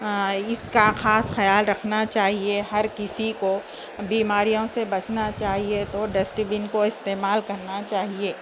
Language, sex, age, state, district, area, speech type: Urdu, female, 60+, Telangana, Hyderabad, urban, spontaneous